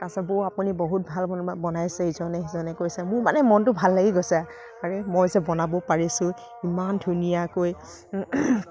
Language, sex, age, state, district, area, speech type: Assamese, female, 30-45, Assam, Kamrup Metropolitan, urban, spontaneous